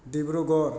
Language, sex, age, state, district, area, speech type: Bodo, male, 30-45, Assam, Chirang, urban, spontaneous